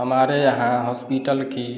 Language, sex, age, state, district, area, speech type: Hindi, male, 30-45, Bihar, Samastipur, rural, spontaneous